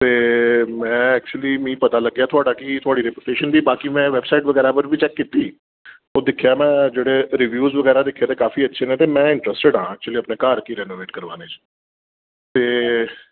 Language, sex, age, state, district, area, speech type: Dogri, male, 30-45, Jammu and Kashmir, Reasi, urban, conversation